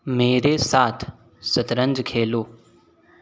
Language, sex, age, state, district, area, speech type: Hindi, male, 18-30, Uttar Pradesh, Sonbhadra, rural, read